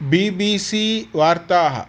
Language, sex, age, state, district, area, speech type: Sanskrit, male, 45-60, Andhra Pradesh, Chittoor, urban, read